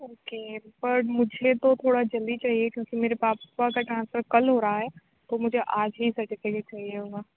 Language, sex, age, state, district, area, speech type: Urdu, female, 18-30, Uttar Pradesh, Aligarh, urban, conversation